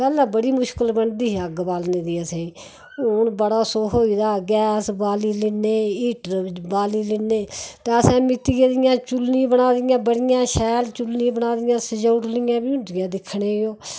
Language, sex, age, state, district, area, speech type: Dogri, female, 60+, Jammu and Kashmir, Udhampur, rural, spontaneous